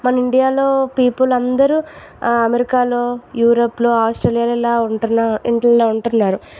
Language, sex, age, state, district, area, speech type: Telugu, female, 18-30, Andhra Pradesh, Vizianagaram, urban, spontaneous